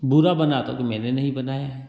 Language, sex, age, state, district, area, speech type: Hindi, male, 30-45, Madhya Pradesh, Ujjain, rural, spontaneous